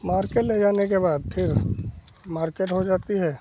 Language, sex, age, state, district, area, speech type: Hindi, male, 45-60, Uttar Pradesh, Hardoi, rural, spontaneous